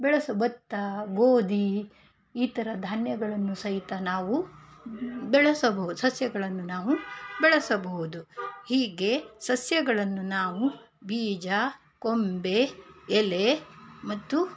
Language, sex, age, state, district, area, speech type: Kannada, female, 45-60, Karnataka, Shimoga, rural, spontaneous